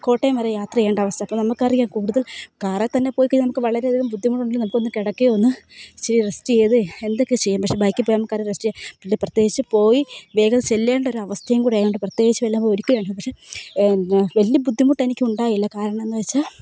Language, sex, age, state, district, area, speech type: Malayalam, female, 18-30, Kerala, Kozhikode, rural, spontaneous